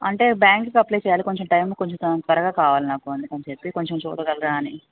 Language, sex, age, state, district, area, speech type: Telugu, female, 45-60, Andhra Pradesh, Krishna, urban, conversation